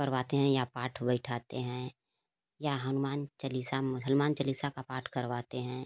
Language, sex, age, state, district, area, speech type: Hindi, female, 30-45, Uttar Pradesh, Ghazipur, rural, spontaneous